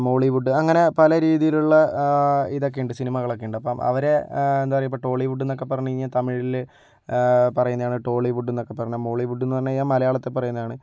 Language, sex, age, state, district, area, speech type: Malayalam, male, 45-60, Kerala, Kozhikode, urban, spontaneous